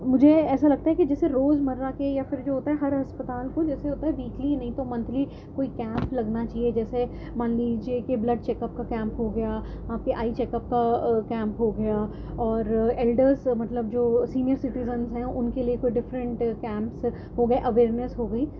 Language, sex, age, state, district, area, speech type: Urdu, female, 30-45, Delhi, North East Delhi, urban, spontaneous